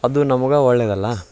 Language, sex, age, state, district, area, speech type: Kannada, male, 18-30, Karnataka, Dharwad, rural, spontaneous